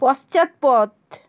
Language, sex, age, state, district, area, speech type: Bengali, female, 60+, West Bengal, South 24 Parganas, rural, read